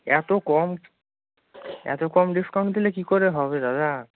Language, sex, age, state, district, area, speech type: Bengali, male, 18-30, West Bengal, Bankura, rural, conversation